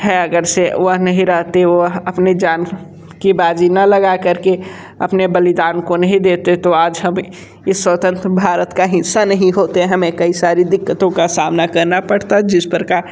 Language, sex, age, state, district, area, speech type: Hindi, male, 18-30, Uttar Pradesh, Sonbhadra, rural, spontaneous